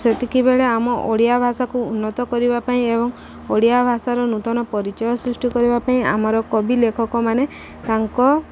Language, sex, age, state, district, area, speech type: Odia, female, 18-30, Odisha, Subarnapur, urban, spontaneous